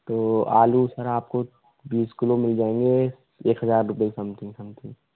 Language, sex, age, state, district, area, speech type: Hindi, male, 45-60, Rajasthan, Karauli, rural, conversation